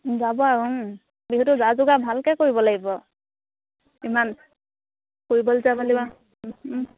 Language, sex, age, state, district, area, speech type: Assamese, female, 30-45, Assam, Charaideo, rural, conversation